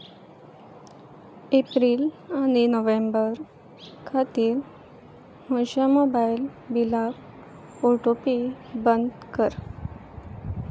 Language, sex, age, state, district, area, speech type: Goan Konkani, female, 18-30, Goa, Pernem, rural, read